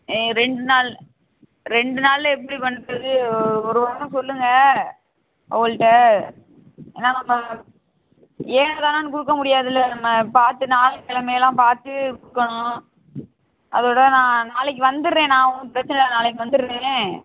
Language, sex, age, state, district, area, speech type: Tamil, female, 18-30, Tamil Nadu, Sivaganga, rural, conversation